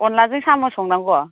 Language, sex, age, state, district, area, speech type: Bodo, female, 30-45, Assam, Baksa, rural, conversation